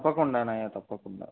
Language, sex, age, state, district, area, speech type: Telugu, male, 18-30, Telangana, Adilabad, urban, conversation